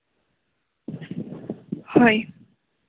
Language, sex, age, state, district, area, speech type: Santali, female, 18-30, West Bengal, Paschim Bardhaman, rural, conversation